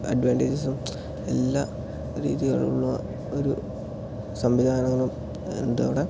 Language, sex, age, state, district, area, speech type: Malayalam, male, 18-30, Kerala, Palakkad, rural, spontaneous